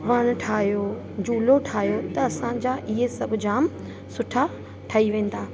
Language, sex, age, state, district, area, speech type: Sindhi, female, 30-45, Uttar Pradesh, Lucknow, rural, spontaneous